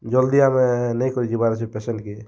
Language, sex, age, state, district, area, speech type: Odia, male, 30-45, Odisha, Kalahandi, rural, spontaneous